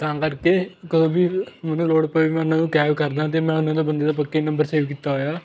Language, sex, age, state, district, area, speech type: Punjabi, male, 18-30, Punjab, Fatehgarh Sahib, rural, spontaneous